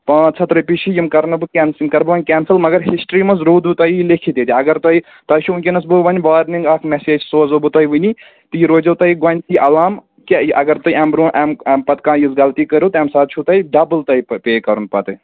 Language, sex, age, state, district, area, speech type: Kashmiri, male, 18-30, Jammu and Kashmir, Srinagar, urban, conversation